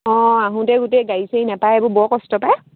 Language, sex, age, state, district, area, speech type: Assamese, female, 18-30, Assam, Sivasagar, rural, conversation